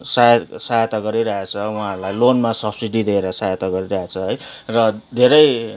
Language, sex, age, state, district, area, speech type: Nepali, male, 45-60, West Bengal, Kalimpong, rural, spontaneous